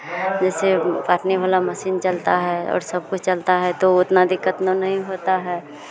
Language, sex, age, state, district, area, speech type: Hindi, female, 18-30, Bihar, Madhepura, rural, spontaneous